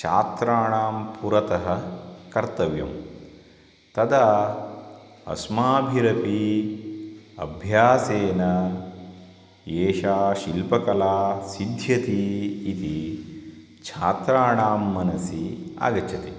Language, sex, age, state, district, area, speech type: Sanskrit, male, 30-45, Karnataka, Shimoga, rural, spontaneous